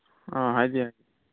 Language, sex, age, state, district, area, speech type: Manipuri, male, 18-30, Manipur, Churachandpur, rural, conversation